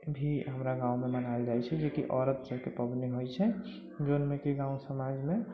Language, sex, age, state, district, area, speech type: Maithili, male, 30-45, Bihar, Sitamarhi, rural, spontaneous